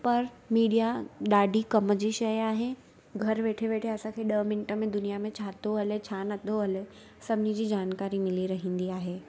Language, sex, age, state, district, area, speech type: Sindhi, female, 18-30, Gujarat, Surat, urban, spontaneous